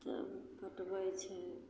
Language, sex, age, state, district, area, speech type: Maithili, female, 18-30, Bihar, Begusarai, rural, spontaneous